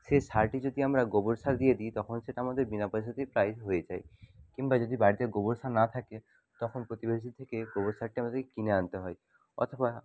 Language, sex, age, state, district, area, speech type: Bengali, male, 60+, West Bengal, Jhargram, rural, spontaneous